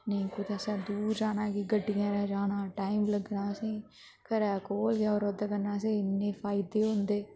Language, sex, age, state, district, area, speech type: Dogri, female, 30-45, Jammu and Kashmir, Udhampur, rural, spontaneous